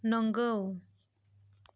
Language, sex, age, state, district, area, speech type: Bodo, female, 30-45, Assam, Chirang, rural, read